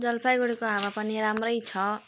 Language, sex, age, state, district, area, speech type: Nepali, female, 30-45, West Bengal, Jalpaiguri, urban, spontaneous